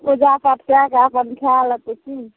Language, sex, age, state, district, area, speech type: Maithili, female, 45-60, Bihar, Madhepura, urban, conversation